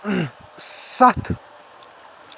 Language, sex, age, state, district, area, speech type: Kashmiri, male, 18-30, Jammu and Kashmir, Shopian, rural, read